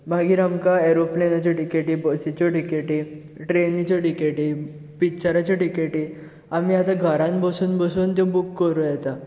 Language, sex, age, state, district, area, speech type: Goan Konkani, male, 18-30, Goa, Bardez, urban, spontaneous